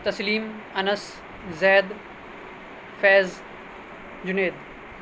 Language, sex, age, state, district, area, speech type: Urdu, male, 30-45, Delhi, North West Delhi, urban, spontaneous